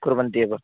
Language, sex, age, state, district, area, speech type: Sanskrit, male, 18-30, Madhya Pradesh, Chhindwara, urban, conversation